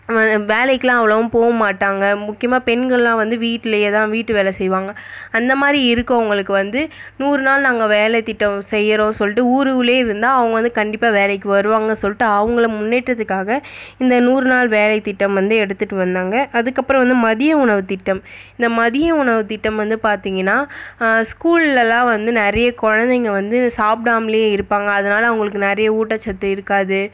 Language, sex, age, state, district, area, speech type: Tamil, female, 30-45, Tamil Nadu, Viluppuram, rural, spontaneous